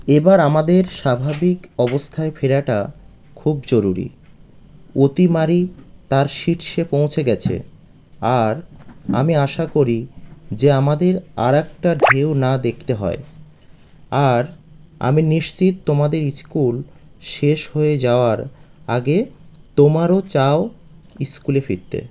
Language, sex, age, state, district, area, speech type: Bengali, male, 30-45, West Bengal, Birbhum, urban, read